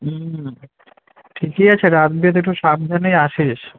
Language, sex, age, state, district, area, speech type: Bengali, male, 18-30, West Bengal, Alipurduar, rural, conversation